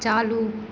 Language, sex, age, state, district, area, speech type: Hindi, female, 18-30, Madhya Pradesh, Narsinghpur, rural, read